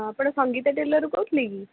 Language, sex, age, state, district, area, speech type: Odia, female, 18-30, Odisha, Cuttack, urban, conversation